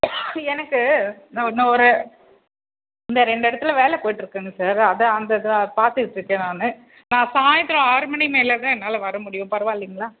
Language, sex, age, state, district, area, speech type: Tamil, female, 30-45, Tamil Nadu, Krishnagiri, rural, conversation